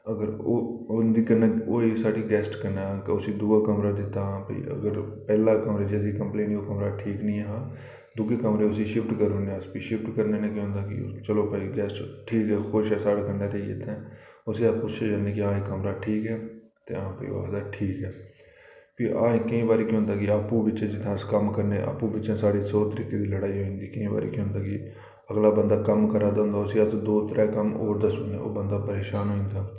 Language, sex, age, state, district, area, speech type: Dogri, male, 30-45, Jammu and Kashmir, Reasi, rural, spontaneous